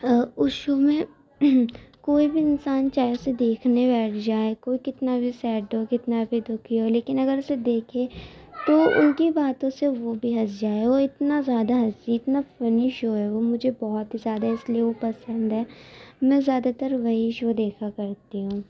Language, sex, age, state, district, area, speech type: Urdu, female, 18-30, Uttar Pradesh, Gautam Buddha Nagar, rural, spontaneous